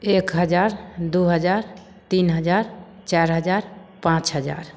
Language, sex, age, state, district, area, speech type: Maithili, female, 30-45, Bihar, Samastipur, rural, spontaneous